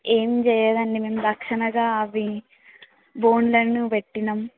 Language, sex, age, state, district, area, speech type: Telugu, female, 18-30, Telangana, Mulugu, rural, conversation